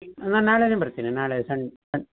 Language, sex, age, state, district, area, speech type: Kannada, male, 60+, Karnataka, Shimoga, rural, conversation